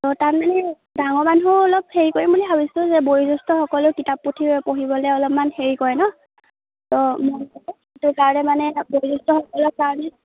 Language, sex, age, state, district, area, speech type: Assamese, female, 18-30, Assam, Lakhimpur, rural, conversation